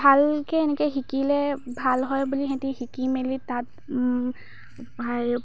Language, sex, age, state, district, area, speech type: Assamese, female, 30-45, Assam, Charaideo, urban, spontaneous